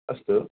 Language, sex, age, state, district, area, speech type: Sanskrit, male, 30-45, Karnataka, Uttara Kannada, urban, conversation